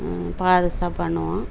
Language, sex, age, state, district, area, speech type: Tamil, female, 60+, Tamil Nadu, Coimbatore, rural, spontaneous